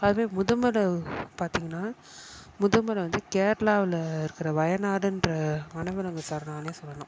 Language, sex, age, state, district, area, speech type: Tamil, female, 30-45, Tamil Nadu, Chennai, urban, spontaneous